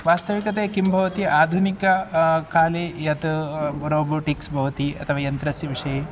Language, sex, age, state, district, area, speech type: Sanskrit, male, 30-45, Kerala, Ernakulam, rural, spontaneous